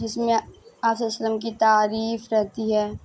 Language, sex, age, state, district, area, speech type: Urdu, female, 18-30, Bihar, Madhubani, urban, spontaneous